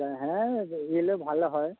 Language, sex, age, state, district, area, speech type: Bengali, male, 45-60, West Bengal, Dakshin Dinajpur, rural, conversation